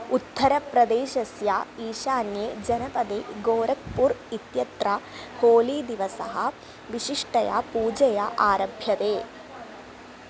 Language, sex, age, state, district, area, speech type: Sanskrit, female, 18-30, Kerala, Thrissur, rural, read